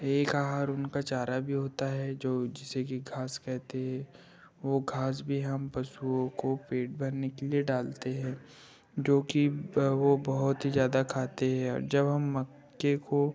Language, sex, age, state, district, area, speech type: Hindi, male, 18-30, Madhya Pradesh, Betul, rural, spontaneous